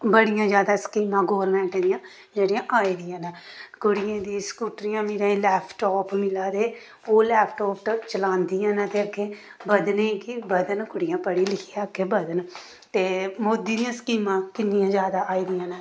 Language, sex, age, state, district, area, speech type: Dogri, female, 30-45, Jammu and Kashmir, Samba, rural, spontaneous